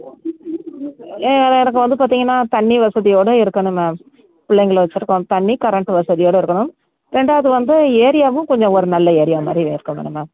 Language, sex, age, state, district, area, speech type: Tamil, female, 60+, Tamil Nadu, Tenkasi, urban, conversation